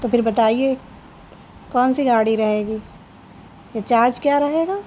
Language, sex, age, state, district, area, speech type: Urdu, female, 45-60, Uttar Pradesh, Shahjahanpur, urban, spontaneous